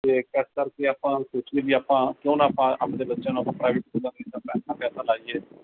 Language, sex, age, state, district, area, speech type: Punjabi, male, 45-60, Punjab, Mohali, urban, conversation